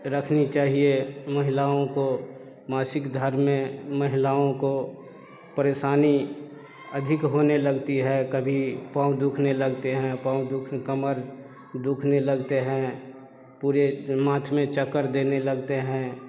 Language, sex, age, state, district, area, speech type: Hindi, male, 30-45, Bihar, Darbhanga, rural, spontaneous